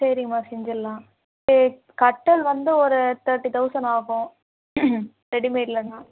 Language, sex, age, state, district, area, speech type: Tamil, female, 18-30, Tamil Nadu, Chennai, urban, conversation